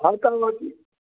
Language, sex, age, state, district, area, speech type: Sindhi, male, 45-60, Maharashtra, Mumbai Suburban, urban, conversation